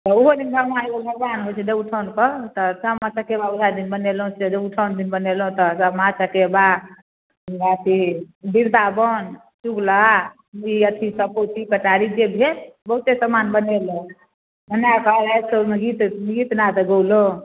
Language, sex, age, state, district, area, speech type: Maithili, female, 45-60, Bihar, Darbhanga, urban, conversation